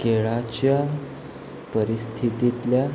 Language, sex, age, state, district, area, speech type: Goan Konkani, male, 18-30, Goa, Murmgao, urban, spontaneous